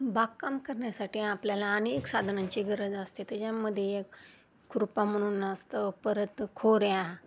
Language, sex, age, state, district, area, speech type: Marathi, female, 30-45, Maharashtra, Osmanabad, rural, spontaneous